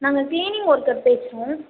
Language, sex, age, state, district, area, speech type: Tamil, female, 18-30, Tamil Nadu, Karur, rural, conversation